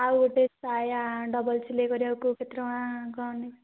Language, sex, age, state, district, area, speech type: Odia, female, 18-30, Odisha, Nayagarh, rural, conversation